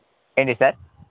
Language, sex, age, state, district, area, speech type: Telugu, male, 18-30, Telangana, Yadadri Bhuvanagiri, urban, conversation